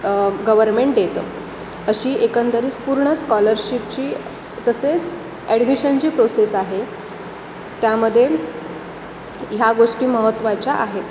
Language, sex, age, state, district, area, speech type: Marathi, female, 18-30, Maharashtra, Sindhudurg, rural, spontaneous